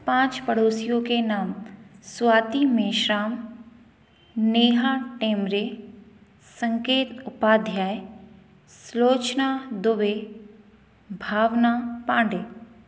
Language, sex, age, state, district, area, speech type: Hindi, female, 30-45, Madhya Pradesh, Balaghat, rural, spontaneous